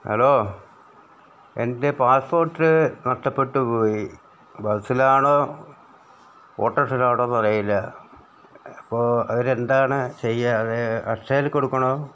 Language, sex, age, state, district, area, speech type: Malayalam, male, 60+, Kerala, Wayanad, rural, spontaneous